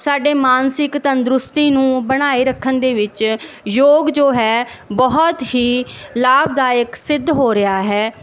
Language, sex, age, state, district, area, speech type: Punjabi, female, 30-45, Punjab, Barnala, urban, spontaneous